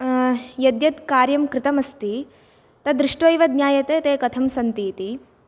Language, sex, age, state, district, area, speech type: Sanskrit, female, 18-30, Karnataka, Bagalkot, urban, spontaneous